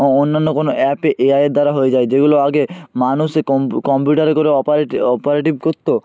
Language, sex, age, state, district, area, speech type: Bengali, male, 45-60, West Bengal, Purba Medinipur, rural, spontaneous